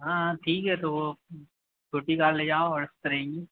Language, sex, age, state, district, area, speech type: Hindi, male, 30-45, Madhya Pradesh, Harda, urban, conversation